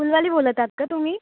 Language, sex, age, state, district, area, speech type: Marathi, male, 18-30, Maharashtra, Nagpur, urban, conversation